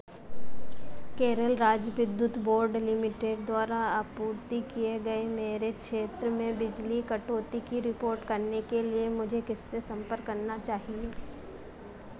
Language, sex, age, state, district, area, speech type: Hindi, female, 45-60, Madhya Pradesh, Harda, urban, read